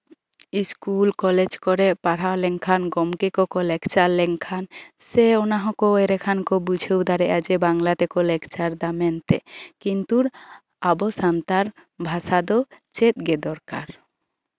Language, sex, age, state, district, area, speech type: Santali, female, 18-30, West Bengal, Bankura, rural, spontaneous